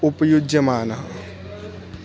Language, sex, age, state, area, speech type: Sanskrit, male, 18-30, Chhattisgarh, urban, spontaneous